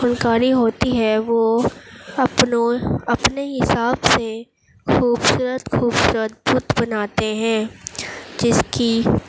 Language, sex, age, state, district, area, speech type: Urdu, female, 18-30, Uttar Pradesh, Gautam Buddha Nagar, urban, spontaneous